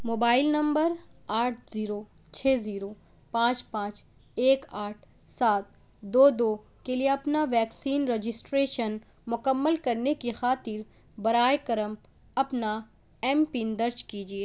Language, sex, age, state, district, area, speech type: Urdu, female, 30-45, Delhi, South Delhi, urban, read